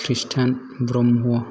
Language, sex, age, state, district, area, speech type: Bodo, male, 18-30, Assam, Kokrajhar, urban, spontaneous